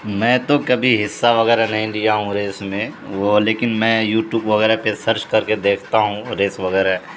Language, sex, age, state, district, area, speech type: Urdu, male, 30-45, Bihar, Supaul, rural, spontaneous